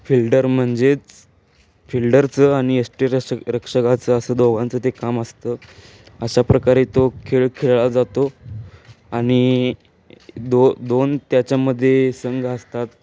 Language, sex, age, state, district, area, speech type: Marathi, male, 18-30, Maharashtra, Sangli, urban, spontaneous